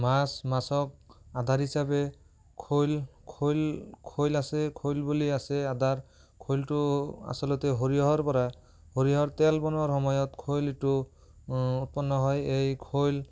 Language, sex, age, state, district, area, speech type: Assamese, male, 18-30, Assam, Barpeta, rural, spontaneous